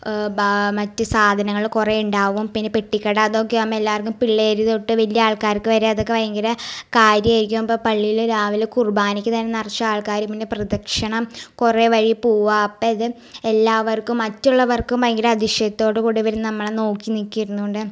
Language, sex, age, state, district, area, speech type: Malayalam, female, 18-30, Kerala, Ernakulam, rural, spontaneous